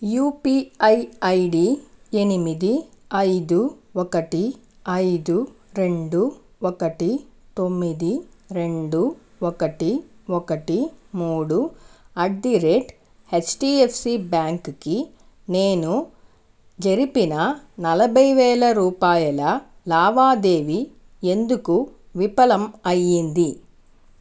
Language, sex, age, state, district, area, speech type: Telugu, female, 45-60, Andhra Pradesh, Sri Balaji, rural, read